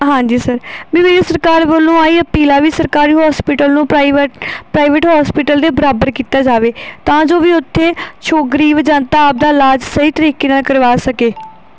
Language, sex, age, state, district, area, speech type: Punjabi, female, 18-30, Punjab, Barnala, urban, spontaneous